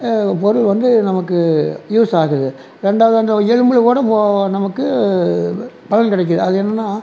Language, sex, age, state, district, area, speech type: Tamil, male, 60+, Tamil Nadu, Erode, rural, spontaneous